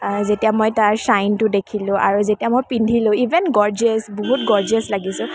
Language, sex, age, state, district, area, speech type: Assamese, female, 18-30, Assam, Kamrup Metropolitan, urban, spontaneous